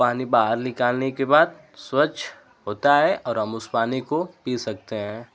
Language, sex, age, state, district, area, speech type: Hindi, male, 18-30, Uttar Pradesh, Ghazipur, urban, spontaneous